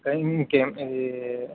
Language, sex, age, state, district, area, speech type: Telugu, male, 45-60, Andhra Pradesh, Kakinada, urban, conversation